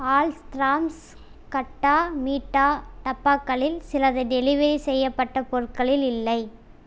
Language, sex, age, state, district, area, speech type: Tamil, female, 18-30, Tamil Nadu, Erode, rural, read